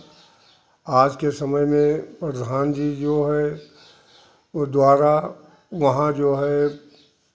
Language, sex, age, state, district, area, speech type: Hindi, male, 60+, Uttar Pradesh, Jaunpur, rural, spontaneous